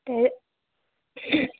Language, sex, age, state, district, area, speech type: Assamese, female, 18-30, Assam, Dhemaji, urban, conversation